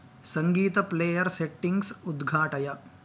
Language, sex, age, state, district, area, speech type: Sanskrit, male, 18-30, Karnataka, Uttara Kannada, rural, read